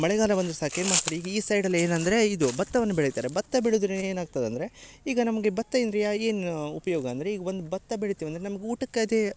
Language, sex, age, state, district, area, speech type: Kannada, male, 18-30, Karnataka, Uttara Kannada, rural, spontaneous